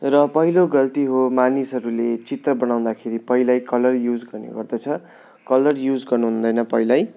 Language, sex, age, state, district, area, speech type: Nepali, male, 18-30, West Bengal, Darjeeling, rural, spontaneous